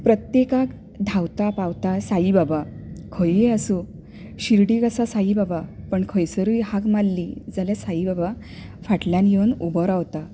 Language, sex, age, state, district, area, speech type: Goan Konkani, female, 30-45, Goa, Bardez, rural, spontaneous